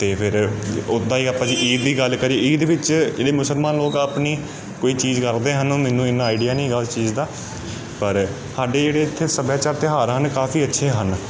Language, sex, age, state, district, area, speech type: Punjabi, male, 30-45, Punjab, Amritsar, urban, spontaneous